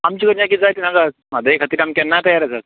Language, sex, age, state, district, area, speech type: Goan Konkani, male, 45-60, Goa, Canacona, rural, conversation